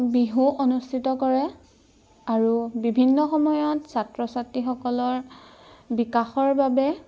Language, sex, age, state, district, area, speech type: Assamese, female, 18-30, Assam, Jorhat, urban, spontaneous